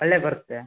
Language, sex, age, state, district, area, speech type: Kannada, male, 30-45, Karnataka, Gadag, rural, conversation